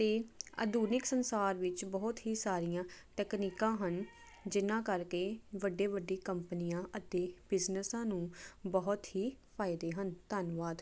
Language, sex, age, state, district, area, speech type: Punjabi, female, 18-30, Punjab, Jalandhar, urban, spontaneous